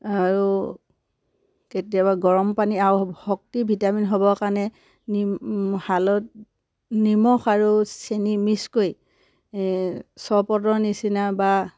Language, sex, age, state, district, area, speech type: Assamese, female, 30-45, Assam, Sivasagar, rural, spontaneous